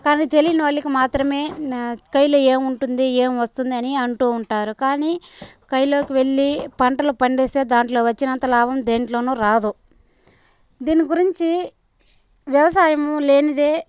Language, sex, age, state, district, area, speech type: Telugu, female, 18-30, Andhra Pradesh, Sri Balaji, rural, spontaneous